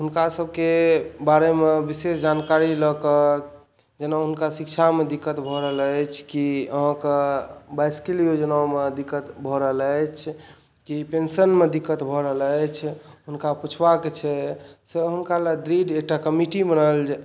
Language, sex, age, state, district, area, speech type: Maithili, male, 18-30, Bihar, Saharsa, urban, spontaneous